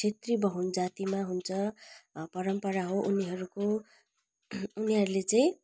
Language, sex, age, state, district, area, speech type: Nepali, female, 30-45, West Bengal, Darjeeling, rural, spontaneous